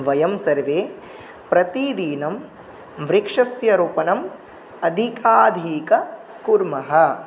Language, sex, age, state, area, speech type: Sanskrit, male, 18-30, Tripura, rural, spontaneous